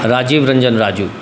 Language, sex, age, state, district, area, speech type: Maithili, male, 45-60, Bihar, Saharsa, urban, spontaneous